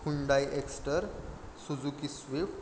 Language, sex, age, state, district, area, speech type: Marathi, male, 18-30, Maharashtra, Ratnagiri, rural, spontaneous